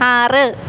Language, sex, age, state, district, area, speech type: Malayalam, female, 18-30, Kerala, Kottayam, rural, read